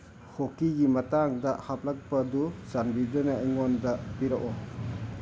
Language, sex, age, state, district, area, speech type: Manipuri, male, 45-60, Manipur, Churachandpur, rural, read